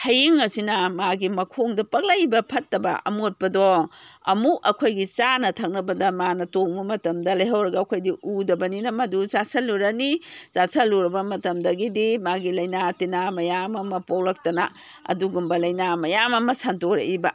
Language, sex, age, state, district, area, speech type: Manipuri, female, 60+, Manipur, Imphal East, rural, spontaneous